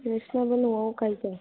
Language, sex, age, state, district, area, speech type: Bodo, female, 30-45, Assam, Chirang, rural, conversation